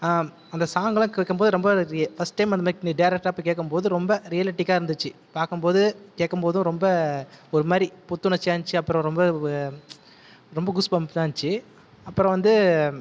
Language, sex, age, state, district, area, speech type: Tamil, male, 30-45, Tamil Nadu, Viluppuram, urban, spontaneous